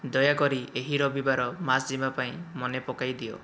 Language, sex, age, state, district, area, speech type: Odia, male, 45-60, Odisha, Kandhamal, rural, read